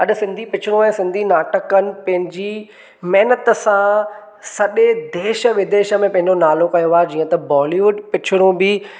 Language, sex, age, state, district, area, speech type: Sindhi, male, 18-30, Maharashtra, Thane, urban, spontaneous